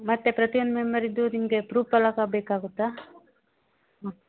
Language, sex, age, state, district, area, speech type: Kannada, female, 45-60, Karnataka, Uttara Kannada, rural, conversation